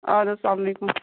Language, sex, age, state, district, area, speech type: Kashmiri, female, 18-30, Jammu and Kashmir, Budgam, rural, conversation